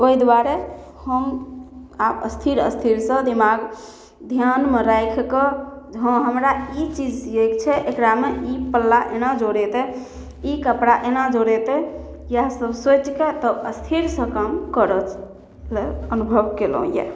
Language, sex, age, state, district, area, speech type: Maithili, female, 18-30, Bihar, Samastipur, rural, spontaneous